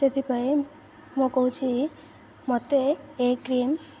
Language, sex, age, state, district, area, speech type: Odia, female, 18-30, Odisha, Malkangiri, urban, spontaneous